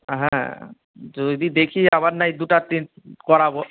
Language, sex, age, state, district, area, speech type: Bengali, male, 60+, West Bengal, Nadia, rural, conversation